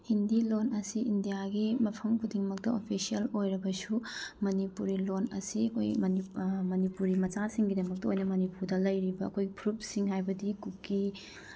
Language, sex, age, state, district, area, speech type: Manipuri, female, 30-45, Manipur, Bishnupur, rural, spontaneous